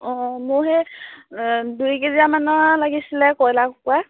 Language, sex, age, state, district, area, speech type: Assamese, female, 18-30, Assam, Sivasagar, rural, conversation